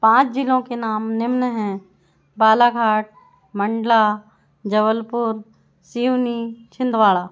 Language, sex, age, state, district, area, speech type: Hindi, female, 45-60, Madhya Pradesh, Balaghat, rural, spontaneous